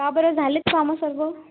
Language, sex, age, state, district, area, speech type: Marathi, male, 18-30, Maharashtra, Nagpur, urban, conversation